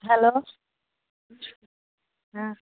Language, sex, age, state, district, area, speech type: Bengali, female, 45-60, West Bengal, Darjeeling, urban, conversation